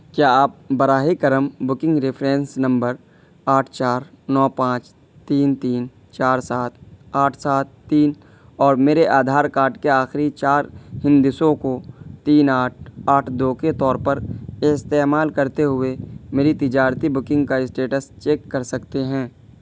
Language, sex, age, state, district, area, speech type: Urdu, male, 18-30, Uttar Pradesh, Saharanpur, urban, read